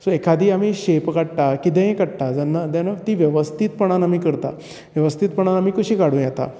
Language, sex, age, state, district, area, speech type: Goan Konkani, male, 30-45, Goa, Canacona, rural, spontaneous